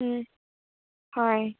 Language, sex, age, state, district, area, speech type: Manipuri, female, 18-30, Manipur, Senapati, rural, conversation